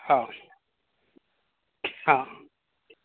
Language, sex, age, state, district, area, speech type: Marathi, male, 30-45, Maharashtra, Yavatmal, urban, conversation